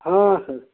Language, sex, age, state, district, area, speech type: Hindi, male, 60+, Uttar Pradesh, Prayagraj, rural, conversation